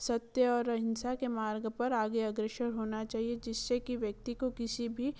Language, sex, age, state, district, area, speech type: Hindi, female, 30-45, Madhya Pradesh, Betul, urban, spontaneous